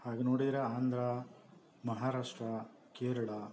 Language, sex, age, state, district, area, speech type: Kannada, male, 60+, Karnataka, Bangalore Urban, rural, spontaneous